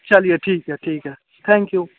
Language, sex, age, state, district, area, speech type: Hindi, male, 18-30, Bihar, Darbhanga, rural, conversation